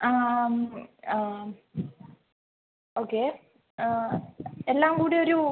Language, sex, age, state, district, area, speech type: Malayalam, female, 18-30, Kerala, Kasaragod, rural, conversation